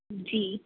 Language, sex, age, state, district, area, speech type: Hindi, female, 45-60, Madhya Pradesh, Bhopal, urban, conversation